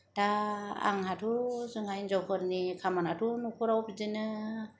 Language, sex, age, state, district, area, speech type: Bodo, female, 30-45, Assam, Kokrajhar, rural, spontaneous